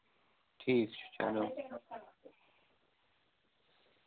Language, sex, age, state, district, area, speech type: Kashmiri, male, 18-30, Jammu and Kashmir, Budgam, rural, conversation